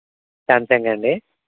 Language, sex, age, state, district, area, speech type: Telugu, male, 18-30, Andhra Pradesh, Eluru, rural, conversation